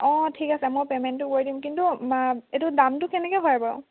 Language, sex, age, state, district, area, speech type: Assamese, female, 18-30, Assam, Dhemaji, rural, conversation